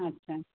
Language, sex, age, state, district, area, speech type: Marathi, female, 45-60, Maharashtra, Nanded, urban, conversation